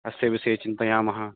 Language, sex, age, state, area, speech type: Sanskrit, male, 18-30, Uttarakhand, rural, conversation